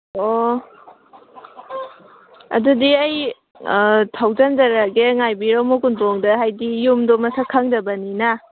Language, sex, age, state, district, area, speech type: Manipuri, female, 30-45, Manipur, Kangpokpi, urban, conversation